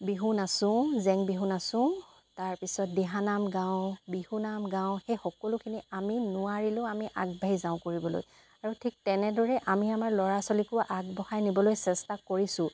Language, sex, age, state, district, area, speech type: Assamese, female, 30-45, Assam, Golaghat, rural, spontaneous